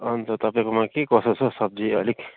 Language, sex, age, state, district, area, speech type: Nepali, male, 45-60, West Bengal, Darjeeling, rural, conversation